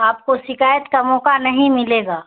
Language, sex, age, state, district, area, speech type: Urdu, female, 60+, Bihar, Khagaria, rural, conversation